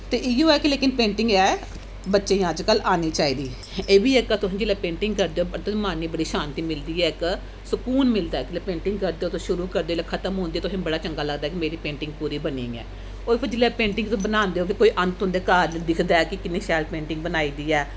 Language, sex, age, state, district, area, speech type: Dogri, female, 30-45, Jammu and Kashmir, Jammu, urban, spontaneous